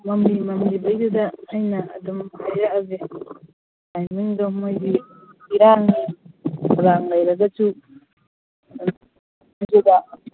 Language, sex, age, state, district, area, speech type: Manipuri, female, 45-60, Manipur, Kangpokpi, urban, conversation